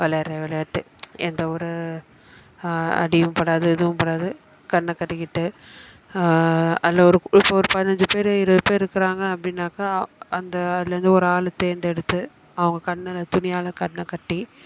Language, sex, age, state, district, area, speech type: Tamil, female, 30-45, Tamil Nadu, Chennai, urban, spontaneous